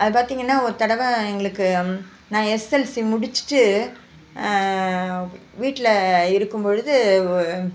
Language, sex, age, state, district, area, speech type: Tamil, female, 60+, Tamil Nadu, Nagapattinam, urban, spontaneous